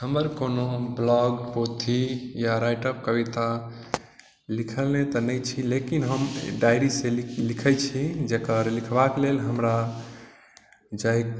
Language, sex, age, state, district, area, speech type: Maithili, male, 18-30, Bihar, Madhubani, rural, spontaneous